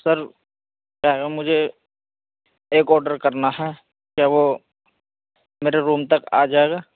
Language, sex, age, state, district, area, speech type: Urdu, male, 18-30, Uttar Pradesh, Saharanpur, urban, conversation